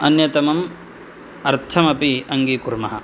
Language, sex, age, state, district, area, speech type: Sanskrit, male, 30-45, Karnataka, Shimoga, urban, spontaneous